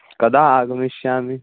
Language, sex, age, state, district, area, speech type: Sanskrit, male, 18-30, Bihar, Samastipur, rural, conversation